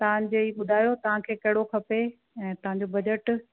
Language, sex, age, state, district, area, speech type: Sindhi, female, 45-60, Rajasthan, Ajmer, urban, conversation